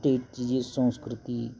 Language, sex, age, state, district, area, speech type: Marathi, male, 45-60, Maharashtra, Osmanabad, rural, spontaneous